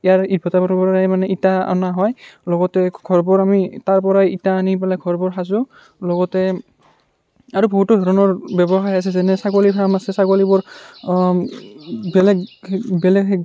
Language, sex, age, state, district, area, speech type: Assamese, male, 18-30, Assam, Barpeta, rural, spontaneous